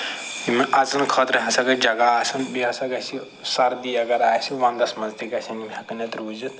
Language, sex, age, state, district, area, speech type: Kashmiri, male, 45-60, Jammu and Kashmir, Srinagar, urban, spontaneous